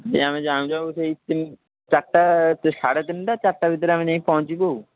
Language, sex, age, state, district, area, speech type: Odia, male, 18-30, Odisha, Puri, urban, conversation